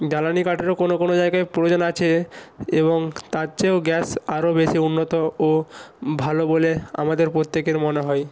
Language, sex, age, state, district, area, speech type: Bengali, male, 18-30, West Bengal, North 24 Parganas, rural, spontaneous